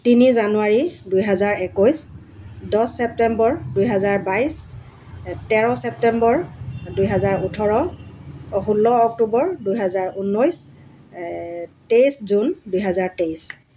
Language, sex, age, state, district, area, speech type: Assamese, female, 60+, Assam, Dibrugarh, rural, spontaneous